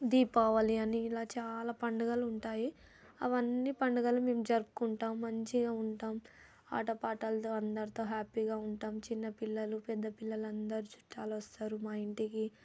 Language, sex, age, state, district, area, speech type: Telugu, female, 18-30, Telangana, Nalgonda, rural, spontaneous